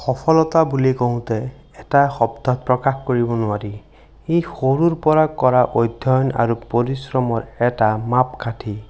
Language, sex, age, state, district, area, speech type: Assamese, male, 18-30, Assam, Sonitpur, rural, spontaneous